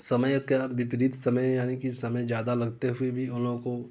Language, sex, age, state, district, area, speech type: Hindi, male, 30-45, Uttar Pradesh, Prayagraj, rural, spontaneous